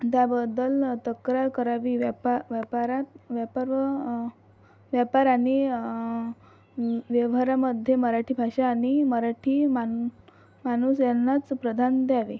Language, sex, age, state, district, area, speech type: Marathi, female, 45-60, Maharashtra, Amravati, rural, spontaneous